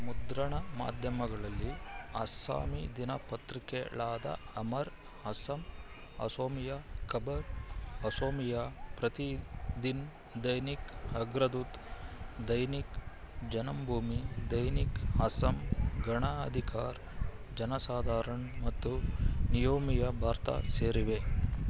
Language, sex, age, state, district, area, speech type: Kannada, male, 45-60, Karnataka, Bangalore Urban, rural, read